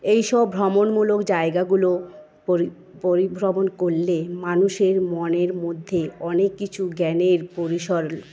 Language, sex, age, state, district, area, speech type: Bengali, female, 30-45, West Bengal, Paschim Medinipur, rural, spontaneous